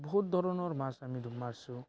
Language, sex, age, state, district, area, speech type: Assamese, male, 18-30, Assam, Barpeta, rural, spontaneous